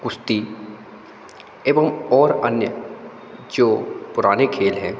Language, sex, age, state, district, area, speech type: Hindi, male, 30-45, Madhya Pradesh, Hoshangabad, rural, spontaneous